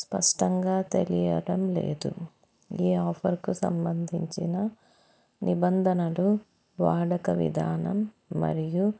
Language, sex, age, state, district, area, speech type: Telugu, female, 30-45, Andhra Pradesh, Anantapur, urban, spontaneous